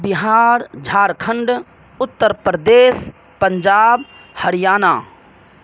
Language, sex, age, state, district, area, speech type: Urdu, male, 30-45, Bihar, Purnia, rural, spontaneous